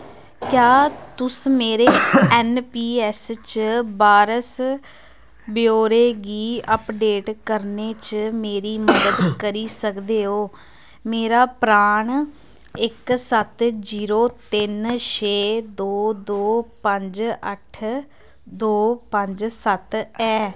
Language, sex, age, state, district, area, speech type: Dogri, female, 18-30, Jammu and Kashmir, Kathua, rural, read